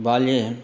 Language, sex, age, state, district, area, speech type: Sanskrit, male, 60+, Telangana, Hyderabad, urban, spontaneous